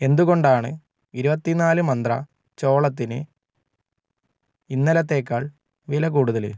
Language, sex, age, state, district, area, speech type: Malayalam, male, 18-30, Kerala, Kozhikode, urban, read